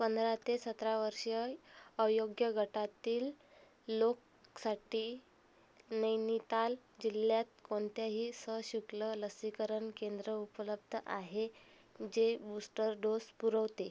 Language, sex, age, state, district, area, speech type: Marathi, female, 18-30, Maharashtra, Amravati, urban, read